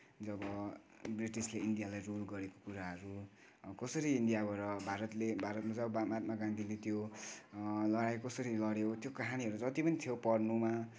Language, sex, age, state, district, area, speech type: Nepali, male, 18-30, West Bengal, Kalimpong, rural, spontaneous